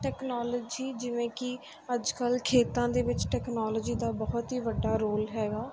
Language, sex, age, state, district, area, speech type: Punjabi, female, 18-30, Punjab, Mansa, urban, spontaneous